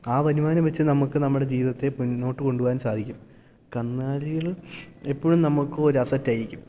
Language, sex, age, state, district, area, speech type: Malayalam, male, 18-30, Kerala, Idukki, rural, spontaneous